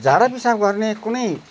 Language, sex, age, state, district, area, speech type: Nepali, male, 60+, West Bengal, Darjeeling, rural, spontaneous